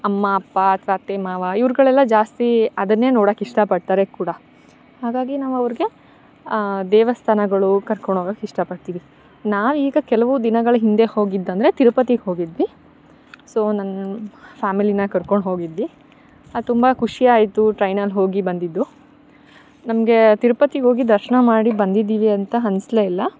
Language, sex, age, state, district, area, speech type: Kannada, female, 18-30, Karnataka, Chikkamagaluru, rural, spontaneous